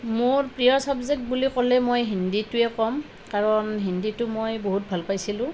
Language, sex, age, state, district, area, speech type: Assamese, female, 30-45, Assam, Nalbari, rural, spontaneous